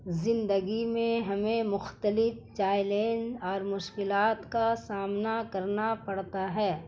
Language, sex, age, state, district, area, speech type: Urdu, female, 30-45, Bihar, Gaya, urban, spontaneous